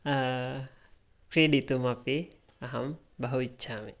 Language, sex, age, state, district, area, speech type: Sanskrit, male, 18-30, Karnataka, Mysore, rural, spontaneous